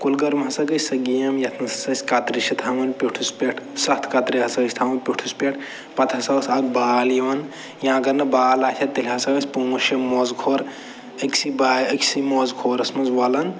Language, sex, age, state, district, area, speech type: Kashmiri, male, 45-60, Jammu and Kashmir, Budgam, urban, spontaneous